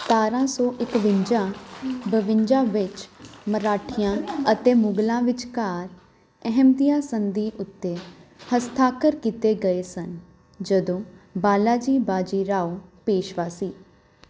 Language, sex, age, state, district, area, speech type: Punjabi, female, 18-30, Punjab, Jalandhar, urban, read